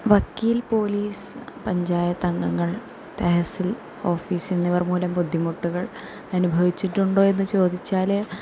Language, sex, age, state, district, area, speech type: Malayalam, female, 18-30, Kerala, Thrissur, urban, spontaneous